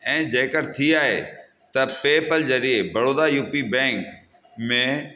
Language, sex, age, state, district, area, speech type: Sindhi, male, 45-60, Rajasthan, Ajmer, urban, read